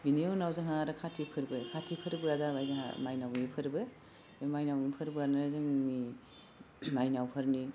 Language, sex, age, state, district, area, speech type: Bodo, female, 45-60, Assam, Udalguri, urban, spontaneous